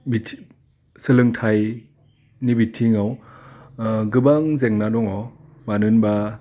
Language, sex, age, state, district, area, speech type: Bodo, male, 30-45, Assam, Udalguri, urban, spontaneous